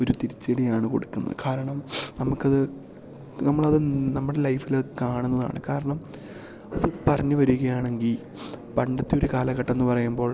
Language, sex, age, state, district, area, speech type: Malayalam, male, 18-30, Kerala, Idukki, rural, spontaneous